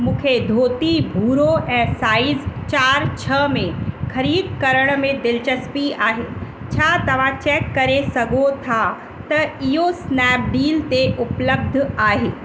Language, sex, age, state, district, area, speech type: Sindhi, female, 30-45, Uttar Pradesh, Lucknow, urban, read